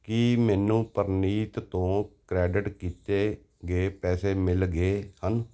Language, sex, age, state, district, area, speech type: Punjabi, male, 45-60, Punjab, Gurdaspur, urban, read